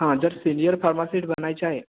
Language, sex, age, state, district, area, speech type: Marathi, male, 18-30, Maharashtra, Gondia, rural, conversation